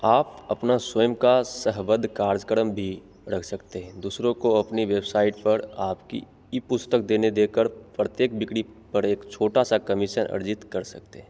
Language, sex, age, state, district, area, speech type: Hindi, male, 18-30, Bihar, Begusarai, rural, read